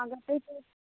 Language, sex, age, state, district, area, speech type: Kashmiri, female, 18-30, Jammu and Kashmir, Kulgam, rural, conversation